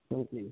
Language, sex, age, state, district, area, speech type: Odia, male, 18-30, Odisha, Kalahandi, rural, conversation